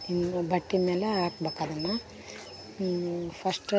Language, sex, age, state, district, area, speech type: Kannada, female, 18-30, Karnataka, Vijayanagara, rural, spontaneous